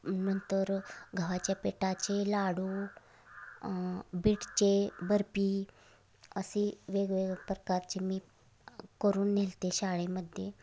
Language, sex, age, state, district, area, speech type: Marathi, female, 30-45, Maharashtra, Sangli, rural, spontaneous